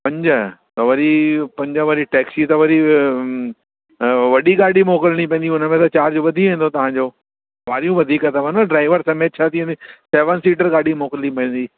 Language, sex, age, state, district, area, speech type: Sindhi, male, 45-60, Delhi, South Delhi, urban, conversation